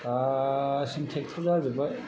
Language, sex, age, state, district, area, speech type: Bodo, male, 60+, Assam, Kokrajhar, rural, spontaneous